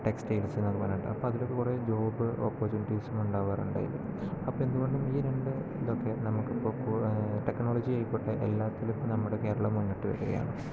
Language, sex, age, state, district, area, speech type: Malayalam, male, 18-30, Kerala, Palakkad, urban, spontaneous